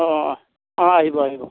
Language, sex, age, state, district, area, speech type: Assamese, male, 45-60, Assam, Barpeta, rural, conversation